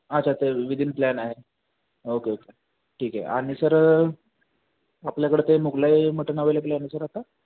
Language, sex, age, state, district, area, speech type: Marathi, male, 18-30, Maharashtra, Sangli, urban, conversation